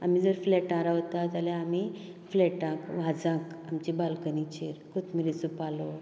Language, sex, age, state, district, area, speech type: Goan Konkani, female, 60+, Goa, Canacona, rural, spontaneous